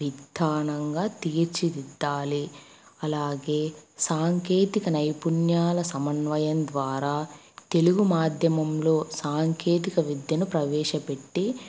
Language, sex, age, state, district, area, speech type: Telugu, female, 18-30, Andhra Pradesh, Kadapa, rural, spontaneous